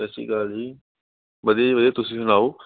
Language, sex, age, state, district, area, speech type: Punjabi, male, 18-30, Punjab, Patiala, urban, conversation